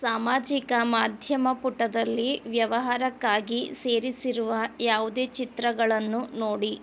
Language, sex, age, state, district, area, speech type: Kannada, female, 30-45, Karnataka, Bidar, urban, read